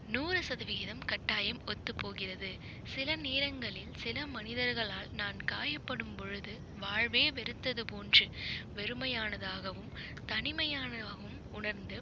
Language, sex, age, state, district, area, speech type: Tamil, female, 45-60, Tamil Nadu, Pudukkottai, rural, spontaneous